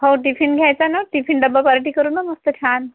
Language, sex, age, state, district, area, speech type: Marathi, female, 30-45, Maharashtra, Yavatmal, rural, conversation